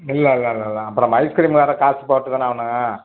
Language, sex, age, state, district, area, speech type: Tamil, male, 60+, Tamil Nadu, Perambalur, urban, conversation